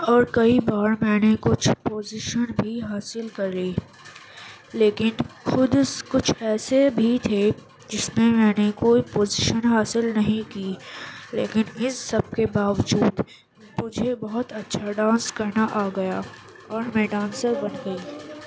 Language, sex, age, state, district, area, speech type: Urdu, female, 18-30, Uttar Pradesh, Gautam Buddha Nagar, rural, spontaneous